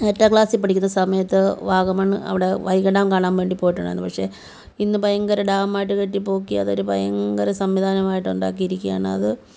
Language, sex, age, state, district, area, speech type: Malayalam, female, 45-60, Kerala, Kottayam, rural, spontaneous